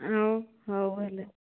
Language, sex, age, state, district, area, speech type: Odia, female, 45-60, Odisha, Angul, rural, conversation